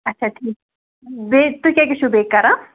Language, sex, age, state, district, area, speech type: Kashmiri, female, 45-60, Jammu and Kashmir, Ganderbal, rural, conversation